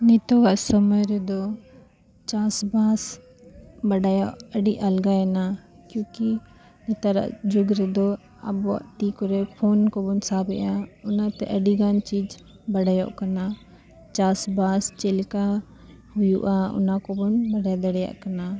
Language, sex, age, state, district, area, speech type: Santali, female, 18-30, Jharkhand, Bokaro, rural, spontaneous